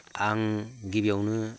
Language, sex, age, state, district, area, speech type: Bodo, male, 45-60, Assam, Baksa, rural, spontaneous